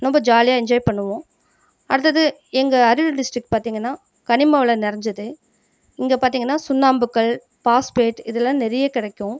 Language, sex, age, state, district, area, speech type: Tamil, female, 30-45, Tamil Nadu, Ariyalur, rural, spontaneous